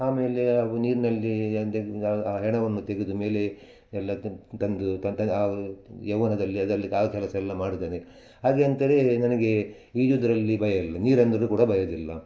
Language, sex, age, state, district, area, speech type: Kannada, male, 60+, Karnataka, Udupi, rural, spontaneous